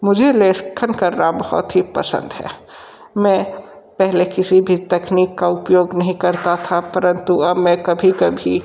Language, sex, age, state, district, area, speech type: Hindi, male, 60+, Uttar Pradesh, Sonbhadra, rural, spontaneous